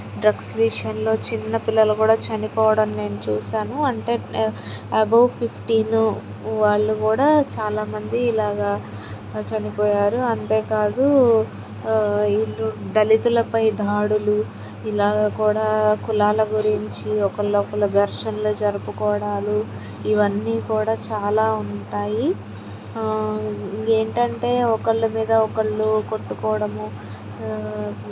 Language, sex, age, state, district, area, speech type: Telugu, female, 30-45, Andhra Pradesh, Palnadu, rural, spontaneous